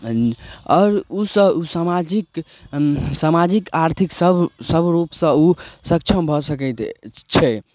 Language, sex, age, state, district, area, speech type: Maithili, male, 18-30, Bihar, Darbhanga, rural, spontaneous